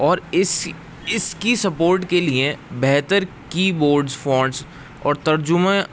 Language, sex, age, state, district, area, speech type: Urdu, male, 18-30, Uttar Pradesh, Rampur, urban, spontaneous